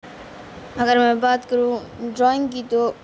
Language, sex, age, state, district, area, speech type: Urdu, female, 18-30, Bihar, Madhubani, rural, spontaneous